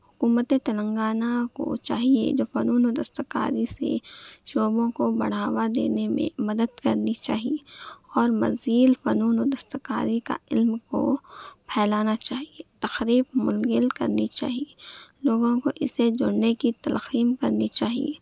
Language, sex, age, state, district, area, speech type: Urdu, female, 18-30, Telangana, Hyderabad, urban, spontaneous